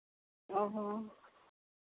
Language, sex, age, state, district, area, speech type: Santali, female, 30-45, Jharkhand, Seraikela Kharsawan, rural, conversation